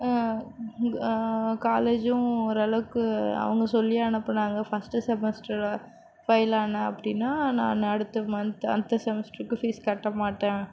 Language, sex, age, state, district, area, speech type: Tamil, female, 45-60, Tamil Nadu, Mayiladuthurai, urban, spontaneous